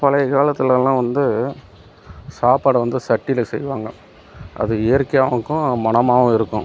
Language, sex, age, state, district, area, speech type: Tamil, male, 30-45, Tamil Nadu, Dharmapuri, urban, spontaneous